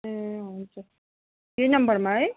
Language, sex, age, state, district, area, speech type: Nepali, female, 30-45, West Bengal, Darjeeling, rural, conversation